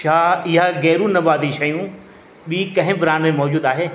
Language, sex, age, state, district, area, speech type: Sindhi, male, 60+, Madhya Pradesh, Katni, urban, read